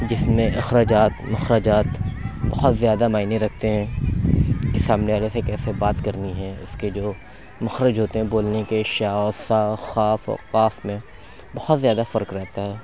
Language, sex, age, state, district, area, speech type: Urdu, male, 30-45, Uttar Pradesh, Lucknow, urban, spontaneous